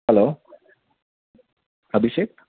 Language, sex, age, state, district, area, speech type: Marathi, male, 30-45, Maharashtra, Thane, urban, conversation